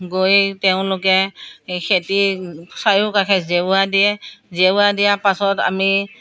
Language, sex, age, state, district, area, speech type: Assamese, female, 60+, Assam, Morigaon, rural, spontaneous